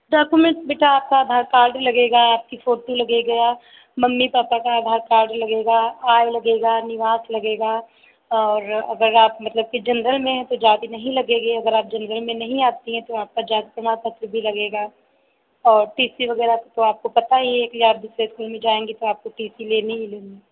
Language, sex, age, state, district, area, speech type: Hindi, female, 45-60, Uttar Pradesh, Sitapur, rural, conversation